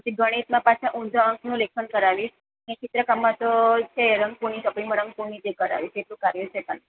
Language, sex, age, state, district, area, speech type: Gujarati, female, 18-30, Gujarat, Surat, urban, conversation